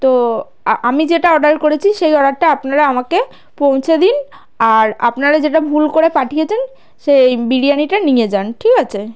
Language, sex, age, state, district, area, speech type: Bengali, female, 30-45, West Bengal, South 24 Parganas, rural, spontaneous